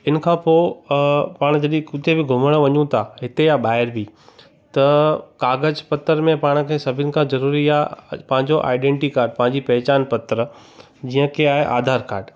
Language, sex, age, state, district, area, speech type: Sindhi, male, 18-30, Gujarat, Kutch, rural, spontaneous